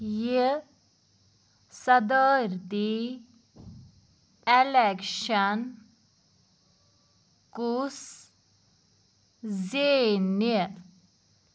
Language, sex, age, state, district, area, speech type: Kashmiri, female, 18-30, Jammu and Kashmir, Pulwama, rural, read